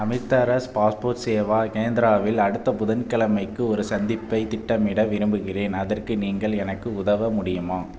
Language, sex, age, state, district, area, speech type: Tamil, male, 18-30, Tamil Nadu, Thanjavur, rural, read